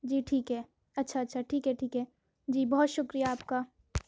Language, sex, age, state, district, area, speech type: Urdu, female, 18-30, Uttar Pradesh, Aligarh, urban, spontaneous